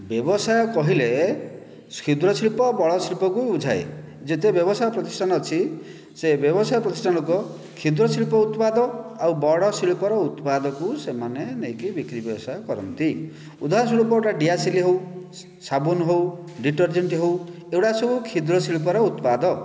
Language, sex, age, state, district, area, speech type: Odia, male, 45-60, Odisha, Kandhamal, rural, spontaneous